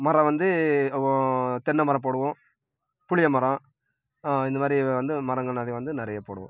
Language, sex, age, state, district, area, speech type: Tamil, male, 18-30, Tamil Nadu, Krishnagiri, rural, spontaneous